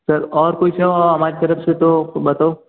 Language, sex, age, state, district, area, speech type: Hindi, male, 18-30, Rajasthan, Jodhpur, urban, conversation